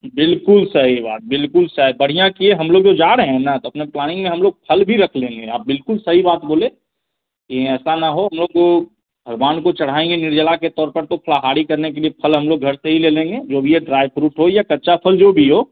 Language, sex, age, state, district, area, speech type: Hindi, male, 18-30, Bihar, Begusarai, rural, conversation